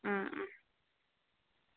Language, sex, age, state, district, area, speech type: Manipuri, female, 18-30, Manipur, Senapati, urban, conversation